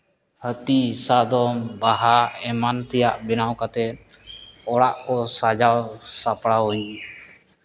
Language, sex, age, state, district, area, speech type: Santali, male, 30-45, Jharkhand, East Singhbhum, rural, spontaneous